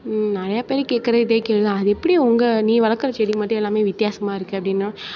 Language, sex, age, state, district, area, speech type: Tamil, female, 18-30, Tamil Nadu, Mayiladuthurai, rural, spontaneous